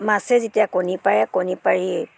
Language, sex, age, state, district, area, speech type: Assamese, female, 60+, Assam, Dhemaji, rural, spontaneous